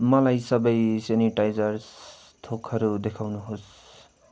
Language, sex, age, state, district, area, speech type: Nepali, male, 18-30, West Bengal, Darjeeling, rural, read